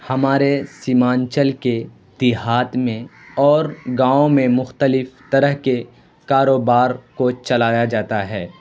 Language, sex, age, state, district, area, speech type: Urdu, male, 18-30, Bihar, Purnia, rural, spontaneous